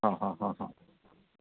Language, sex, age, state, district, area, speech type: Gujarati, male, 30-45, Gujarat, Anand, urban, conversation